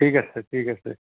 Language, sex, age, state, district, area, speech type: Assamese, male, 60+, Assam, Goalpara, urban, conversation